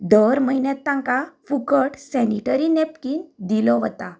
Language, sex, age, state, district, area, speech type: Goan Konkani, female, 30-45, Goa, Canacona, rural, spontaneous